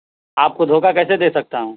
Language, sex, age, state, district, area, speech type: Urdu, male, 30-45, Bihar, East Champaran, urban, conversation